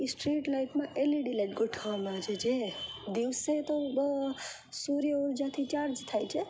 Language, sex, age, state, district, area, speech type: Gujarati, female, 18-30, Gujarat, Rajkot, urban, spontaneous